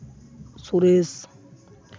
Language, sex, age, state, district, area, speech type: Santali, male, 18-30, West Bengal, Uttar Dinajpur, rural, spontaneous